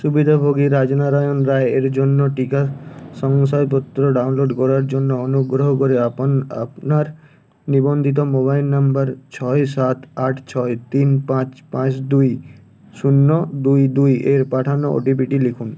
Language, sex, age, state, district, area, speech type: Bengali, male, 18-30, West Bengal, Uttar Dinajpur, urban, read